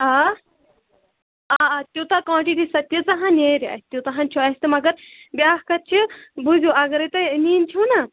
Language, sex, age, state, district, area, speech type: Kashmiri, female, 18-30, Jammu and Kashmir, Baramulla, rural, conversation